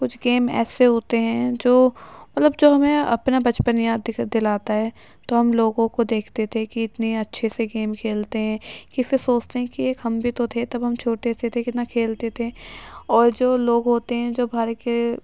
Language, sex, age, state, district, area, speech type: Urdu, female, 18-30, Uttar Pradesh, Ghaziabad, rural, spontaneous